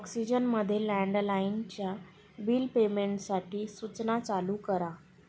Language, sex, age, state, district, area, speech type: Marathi, female, 18-30, Maharashtra, Nagpur, urban, read